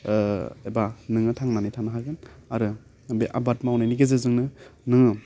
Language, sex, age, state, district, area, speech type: Bodo, male, 18-30, Assam, Baksa, urban, spontaneous